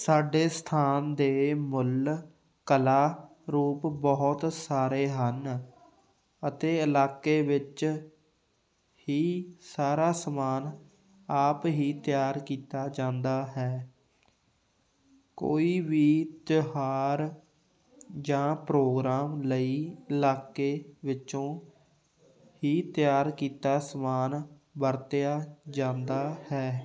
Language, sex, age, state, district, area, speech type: Punjabi, male, 18-30, Punjab, Fatehgarh Sahib, rural, spontaneous